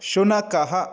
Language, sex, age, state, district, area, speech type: Sanskrit, male, 30-45, Karnataka, Bidar, urban, read